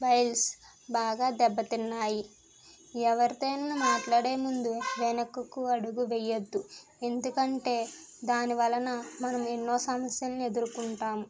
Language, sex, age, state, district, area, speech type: Telugu, female, 18-30, Andhra Pradesh, East Godavari, rural, spontaneous